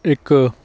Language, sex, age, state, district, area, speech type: Punjabi, male, 30-45, Punjab, Hoshiarpur, rural, spontaneous